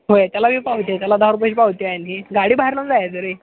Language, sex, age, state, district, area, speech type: Marathi, male, 18-30, Maharashtra, Sangli, urban, conversation